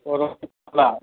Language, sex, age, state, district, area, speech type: Tamil, male, 60+, Tamil Nadu, Perambalur, rural, conversation